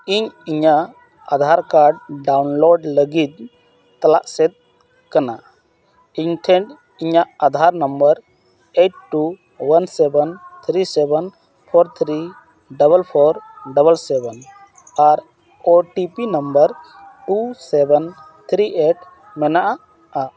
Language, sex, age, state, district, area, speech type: Santali, male, 45-60, Jharkhand, Bokaro, rural, read